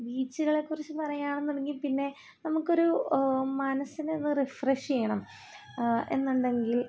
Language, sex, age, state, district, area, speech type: Malayalam, female, 18-30, Kerala, Thiruvananthapuram, rural, spontaneous